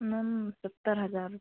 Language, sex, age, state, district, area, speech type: Hindi, female, 18-30, Madhya Pradesh, Betul, rural, conversation